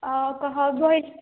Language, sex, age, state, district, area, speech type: Telugu, female, 18-30, Telangana, Jangaon, urban, conversation